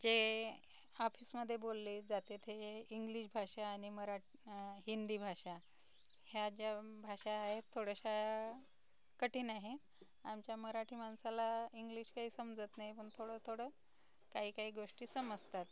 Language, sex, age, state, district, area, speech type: Marathi, female, 45-60, Maharashtra, Nagpur, rural, spontaneous